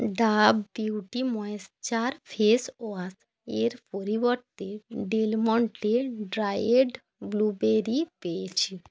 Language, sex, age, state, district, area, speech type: Bengali, female, 18-30, West Bengal, Jalpaiguri, rural, read